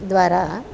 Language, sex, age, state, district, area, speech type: Gujarati, female, 45-60, Gujarat, Amreli, urban, spontaneous